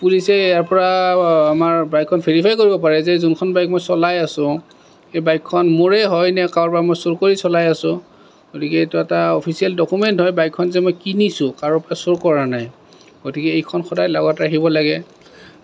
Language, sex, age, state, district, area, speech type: Assamese, male, 30-45, Assam, Kamrup Metropolitan, urban, spontaneous